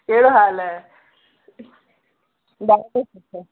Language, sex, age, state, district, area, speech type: Sindhi, female, 18-30, Delhi, South Delhi, urban, conversation